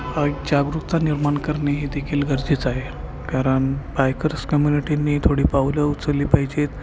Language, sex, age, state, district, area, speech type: Marathi, male, 18-30, Maharashtra, Kolhapur, urban, spontaneous